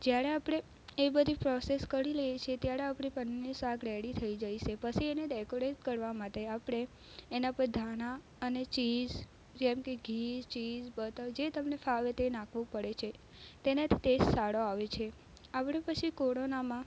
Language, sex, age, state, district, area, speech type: Gujarati, female, 18-30, Gujarat, Narmada, rural, spontaneous